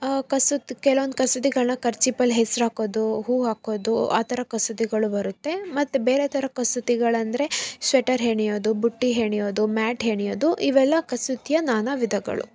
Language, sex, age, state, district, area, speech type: Kannada, female, 18-30, Karnataka, Davanagere, rural, spontaneous